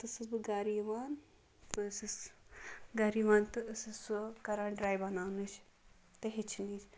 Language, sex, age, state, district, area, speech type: Kashmiri, female, 30-45, Jammu and Kashmir, Ganderbal, rural, spontaneous